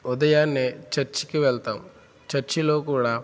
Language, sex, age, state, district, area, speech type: Telugu, male, 18-30, Andhra Pradesh, Eluru, rural, spontaneous